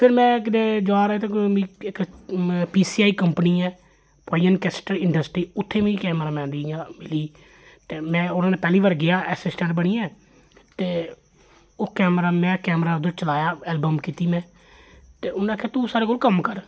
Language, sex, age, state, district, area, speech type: Dogri, male, 30-45, Jammu and Kashmir, Jammu, urban, spontaneous